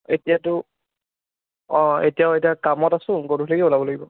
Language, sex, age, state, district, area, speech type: Assamese, male, 18-30, Assam, Charaideo, urban, conversation